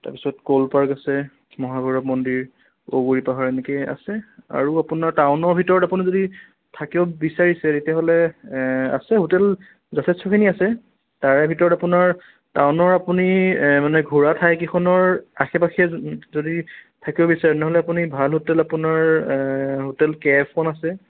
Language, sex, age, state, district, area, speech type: Assamese, male, 18-30, Assam, Sonitpur, rural, conversation